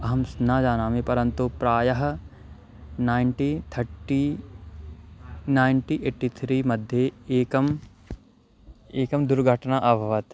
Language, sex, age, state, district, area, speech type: Sanskrit, male, 18-30, Madhya Pradesh, Katni, rural, spontaneous